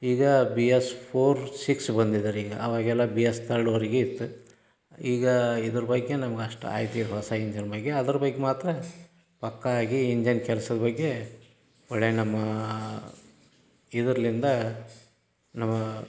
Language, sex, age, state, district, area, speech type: Kannada, male, 60+, Karnataka, Gadag, rural, spontaneous